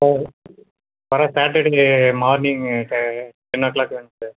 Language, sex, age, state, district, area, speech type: Tamil, male, 18-30, Tamil Nadu, Tiruvannamalai, urban, conversation